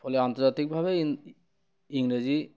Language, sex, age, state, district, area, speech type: Bengali, male, 30-45, West Bengal, Uttar Dinajpur, urban, spontaneous